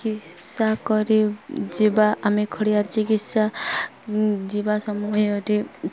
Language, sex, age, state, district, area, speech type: Odia, female, 18-30, Odisha, Nuapada, urban, spontaneous